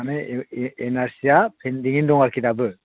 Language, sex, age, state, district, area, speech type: Bodo, other, 60+, Assam, Chirang, rural, conversation